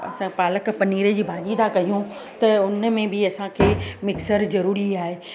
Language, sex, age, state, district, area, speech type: Sindhi, female, 45-60, Gujarat, Surat, urban, spontaneous